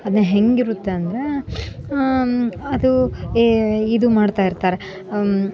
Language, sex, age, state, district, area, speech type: Kannada, female, 18-30, Karnataka, Koppal, rural, spontaneous